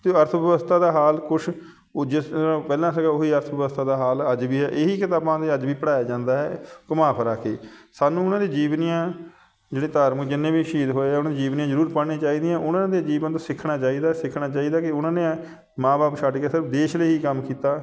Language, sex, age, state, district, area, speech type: Punjabi, male, 45-60, Punjab, Shaheed Bhagat Singh Nagar, urban, spontaneous